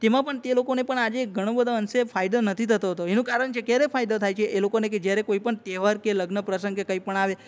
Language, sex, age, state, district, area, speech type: Gujarati, male, 30-45, Gujarat, Narmada, urban, spontaneous